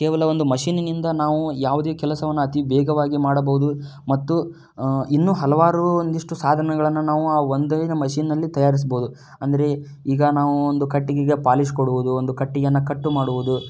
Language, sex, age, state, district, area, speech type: Kannada, male, 30-45, Karnataka, Tumkur, rural, spontaneous